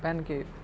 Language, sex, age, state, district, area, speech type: Odia, male, 45-60, Odisha, Balangir, urban, spontaneous